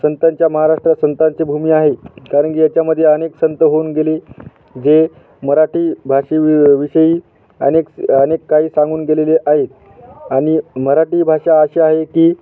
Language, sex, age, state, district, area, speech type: Marathi, male, 30-45, Maharashtra, Hingoli, urban, spontaneous